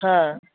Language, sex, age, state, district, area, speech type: Santali, male, 18-30, West Bengal, Purba Bardhaman, rural, conversation